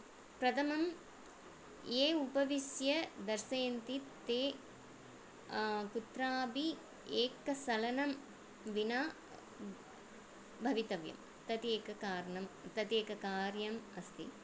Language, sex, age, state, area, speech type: Sanskrit, female, 30-45, Tamil Nadu, urban, spontaneous